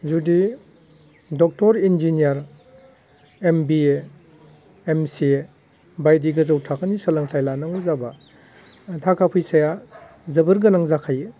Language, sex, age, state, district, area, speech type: Bodo, male, 45-60, Assam, Baksa, rural, spontaneous